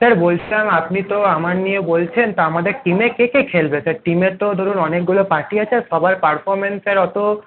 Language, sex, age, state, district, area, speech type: Bengali, male, 30-45, West Bengal, Paschim Bardhaman, urban, conversation